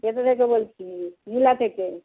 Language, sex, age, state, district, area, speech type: Bengali, female, 60+, West Bengal, Darjeeling, rural, conversation